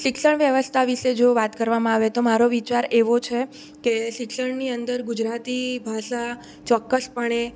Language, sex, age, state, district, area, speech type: Gujarati, female, 18-30, Gujarat, Surat, rural, spontaneous